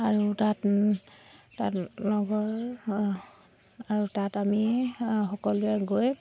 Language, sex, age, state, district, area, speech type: Assamese, female, 30-45, Assam, Dibrugarh, rural, spontaneous